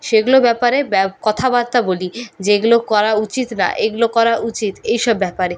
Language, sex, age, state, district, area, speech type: Bengali, female, 45-60, West Bengal, Purulia, rural, spontaneous